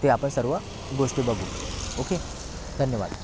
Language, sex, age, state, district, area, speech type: Marathi, male, 18-30, Maharashtra, Thane, urban, spontaneous